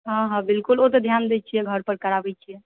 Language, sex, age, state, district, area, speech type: Maithili, female, 18-30, Bihar, Darbhanga, rural, conversation